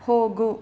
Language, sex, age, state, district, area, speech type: Kannada, female, 60+, Karnataka, Bangalore Urban, urban, read